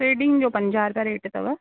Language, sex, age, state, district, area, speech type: Sindhi, female, 30-45, Rajasthan, Ajmer, urban, conversation